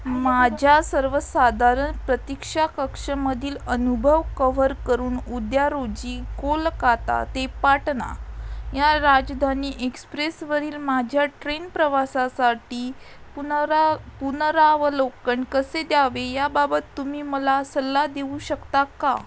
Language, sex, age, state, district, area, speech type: Marathi, female, 18-30, Maharashtra, Amravati, rural, read